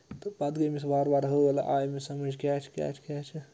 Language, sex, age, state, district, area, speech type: Kashmiri, male, 30-45, Jammu and Kashmir, Srinagar, urban, spontaneous